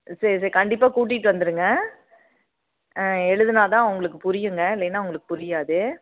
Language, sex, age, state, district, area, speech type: Tamil, female, 45-60, Tamil Nadu, Namakkal, rural, conversation